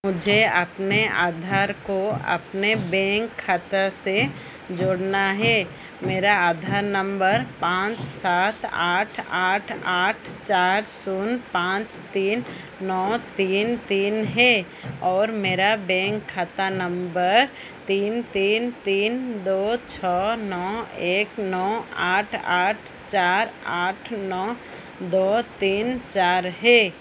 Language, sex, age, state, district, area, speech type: Hindi, female, 45-60, Madhya Pradesh, Chhindwara, rural, read